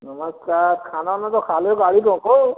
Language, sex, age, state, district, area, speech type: Hindi, male, 60+, Uttar Pradesh, Hardoi, rural, conversation